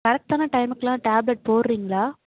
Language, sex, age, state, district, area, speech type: Tamil, female, 18-30, Tamil Nadu, Mayiladuthurai, urban, conversation